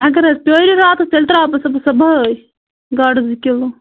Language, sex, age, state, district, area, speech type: Kashmiri, female, 30-45, Jammu and Kashmir, Bandipora, rural, conversation